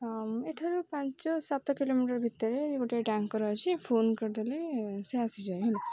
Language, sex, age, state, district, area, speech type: Odia, female, 18-30, Odisha, Jagatsinghpur, rural, spontaneous